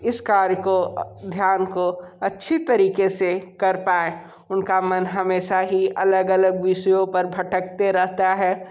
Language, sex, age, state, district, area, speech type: Hindi, male, 30-45, Uttar Pradesh, Sonbhadra, rural, spontaneous